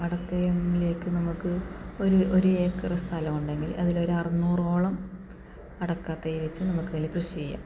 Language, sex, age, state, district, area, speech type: Malayalam, female, 30-45, Kerala, Kasaragod, rural, spontaneous